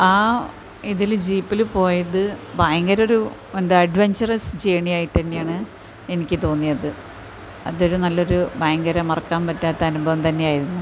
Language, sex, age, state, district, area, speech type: Malayalam, female, 45-60, Kerala, Malappuram, urban, spontaneous